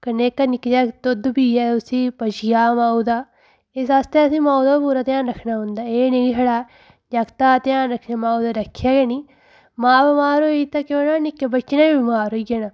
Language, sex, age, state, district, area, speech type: Dogri, female, 30-45, Jammu and Kashmir, Udhampur, urban, spontaneous